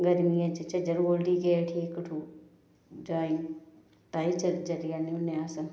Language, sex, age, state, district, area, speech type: Dogri, female, 30-45, Jammu and Kashmir, Reasi, rural, spontaneous